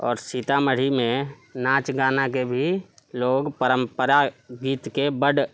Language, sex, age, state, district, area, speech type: Maithili, male, 30-45, Bihar, Sitamarhi, urban, spontaneous